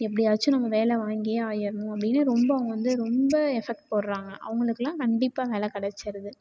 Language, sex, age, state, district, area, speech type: Tamil, female, 18-30, Tamil Nadu, Tiruchirappalli, rural, spontaneous